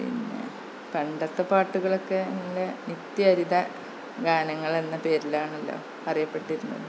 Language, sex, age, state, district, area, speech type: Malayalam, female, 30-45, Kerala, Malappuram, rural, spontaneous